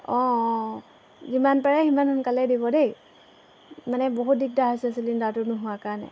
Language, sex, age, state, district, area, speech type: Assamese, female, 18-30, Assam, Golaghat, urban, spontaneous